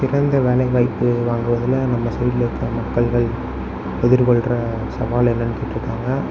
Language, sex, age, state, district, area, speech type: Tamil, male, 18-30, Tamil Nadu, Mayiladuthurai, urban, spontaneous